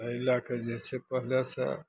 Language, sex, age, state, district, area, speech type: Maithili, male, 60+, Bihar, Madhepura, rural, spontaneous